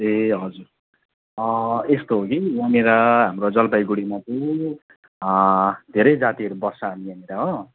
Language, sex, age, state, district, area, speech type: Nepali, male, 30-45, West Bengal, Jalpaiguri, rural, conversation